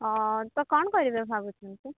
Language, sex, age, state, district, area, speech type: Odia, female, 18-30, Odisha, Sambalpur, rural, conversation